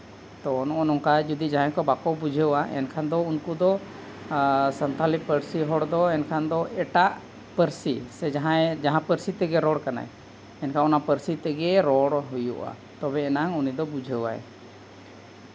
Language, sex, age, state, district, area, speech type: Santali, male, 30-45, Jharkhand, Seraikela Kharsawan, rural, spontaneous